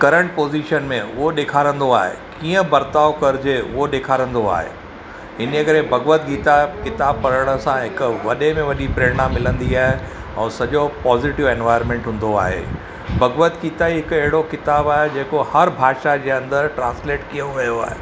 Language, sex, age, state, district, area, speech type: Sindhi, male, 45-60, Maharashtra, Thane, urban, spontaneous